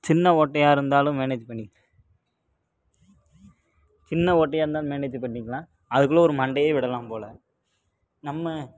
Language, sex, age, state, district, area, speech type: Tamil, male, 18-30, Tamil Nadu, Tiruppur, rural, spontaneous